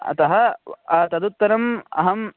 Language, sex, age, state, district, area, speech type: Sanskrit, male, 18-30, Karnataka, Chikkamagaluru, rural, conversation